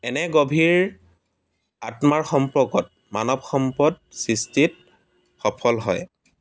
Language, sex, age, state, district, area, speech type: Assamese, male, 30-45, Assam, Dibrugarh, rural, spontaneous